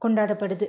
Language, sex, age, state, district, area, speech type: Tamil, female, 30-45, Tamil Nadu, Ariyalur, rural, spontaneous